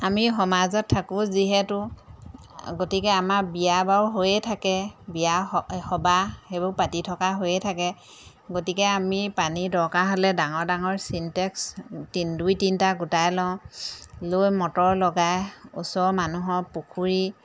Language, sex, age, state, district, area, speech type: Assamese, female, 45-60, Assam, Jorhat, urban, spontaneous